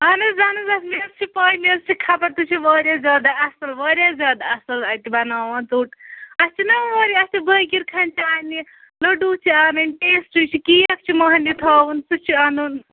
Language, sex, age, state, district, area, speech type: Kashmiri, female, 45-60, Jammu and Kashmir, Ganderbal, rural, conversation